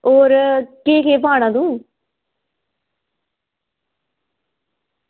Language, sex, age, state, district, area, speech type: Dogri, female, 18-30, Jammu and Kashmir, Samba, rural, conversation